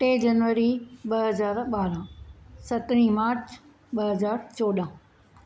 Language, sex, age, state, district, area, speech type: Sindhi, female, 45-60, Maharashtra, Thane, urban, spontaneous